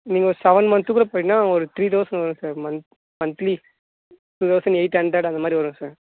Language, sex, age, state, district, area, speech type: Tamil, male, 18-30, Tamil Nadu, Tiruvannamalai, rural, conversation